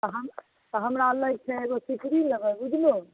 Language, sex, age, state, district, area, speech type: Maithili, female, 30-45, Bihar, Begusarai, urban, conversation